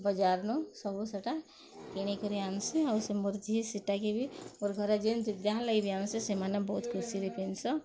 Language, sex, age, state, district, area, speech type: Odia, female, 30-45, Odisha, Bargarh, urban, spontaneous